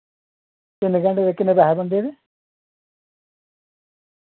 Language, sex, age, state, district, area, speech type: Dogri, female, 45-60, Jammu and Kashmir, Reasi, rural, conversation